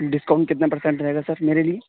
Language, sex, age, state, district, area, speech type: Urdu, male, 18-30, Uttar Pradesh, Saharanpur, urban, conversation